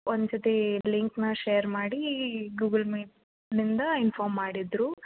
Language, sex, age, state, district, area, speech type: Kannada, female, 18-30, Karnataka, Gulbarga, urban, conversation